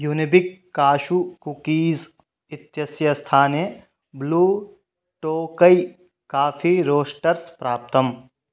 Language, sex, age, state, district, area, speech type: Sanskrit, male, 18-30, Bihar, Madhubani, rural, read